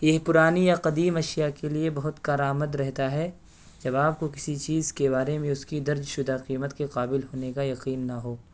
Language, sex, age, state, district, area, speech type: Urdu, male, 18-30, Delhi, East Delhi, urban, read